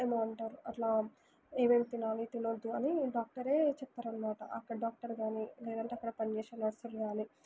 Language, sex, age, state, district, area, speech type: Telugu, female, 18-30, Telangana, Mancherial, rural, spontaneous